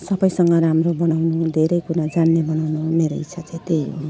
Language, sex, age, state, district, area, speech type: Nepali, female, 45-60, West Bengal, Jalpaiguri, urban, spontaneous